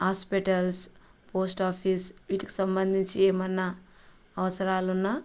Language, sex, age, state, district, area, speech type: Telugu, female, 30-45, Andhra Pradesh, Kurnool, rural, spontaneous